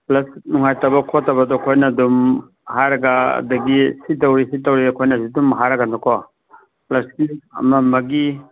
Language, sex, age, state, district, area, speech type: Manipuri, male, 45-60, Manipur, Kangpokpi, urban, conversation